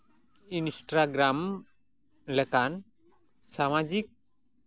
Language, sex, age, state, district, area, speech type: Santali, male, 45-60, West Bengal, Malda, rural, spontaneous